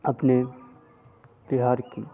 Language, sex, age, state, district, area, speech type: Hindi, male, 18-30, Bihar, Madhepura, rural, spontaneous